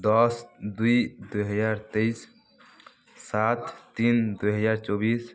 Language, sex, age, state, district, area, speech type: Odia, male, 18-30, Odisha, Balangir, urban, spontaneous